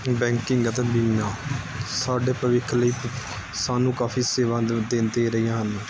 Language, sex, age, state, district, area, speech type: Punjabi, male, 18-30, Punjab, Gurdaspur, urban, spontaneous